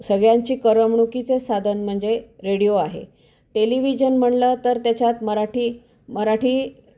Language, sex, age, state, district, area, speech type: Marathi, female, 45-60, Maharashtra, Osmanabad, rural, spontaneous